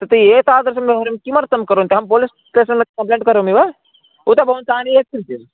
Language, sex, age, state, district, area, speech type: Sanskrit, male, 18-30, Karnataka, Chikkamagaluru, rural, conversation